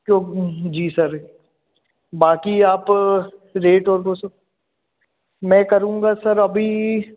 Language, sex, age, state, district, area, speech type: Hindi, male, 18-30, Madhya Pradesh, Hoshangabad, urban, conversation